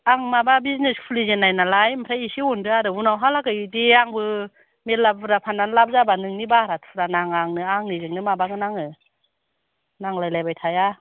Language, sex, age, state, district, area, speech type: Bodo, female, 45-60, Assam, Kokrajhar, urban, conversation